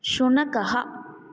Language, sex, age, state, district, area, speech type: Sanskrit, female, 18-30, Tamil Nadu, Kanchipuram, urban, read